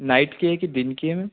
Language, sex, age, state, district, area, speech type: Hindi, male, 18-30, Madhya Pradesh, Betul, urban, conversation